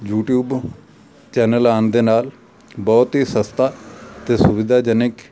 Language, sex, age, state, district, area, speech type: Punjabi, male, 45-60, Punjab, Amritsar, rural, spontaneous